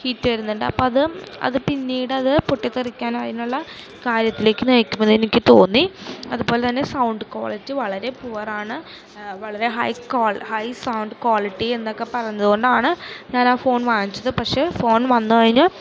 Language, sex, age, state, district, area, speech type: Malayalam, female, 18-30, Kerala, Ernakulam, rural, spontaneous